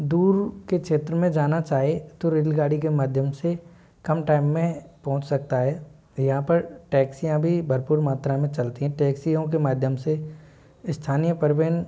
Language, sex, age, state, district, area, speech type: Hindi, male, 60+, Madhya Pradesh, Bhopal, urban, spontaneous